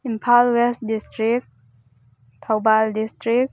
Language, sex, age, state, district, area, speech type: Manipuri, female, 18-30, Manipur, Thoubal, rural, spontaneous